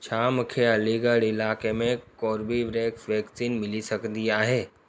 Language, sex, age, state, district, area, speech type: Sindhi, male, 30-45, Gujarat, Surat, urban, read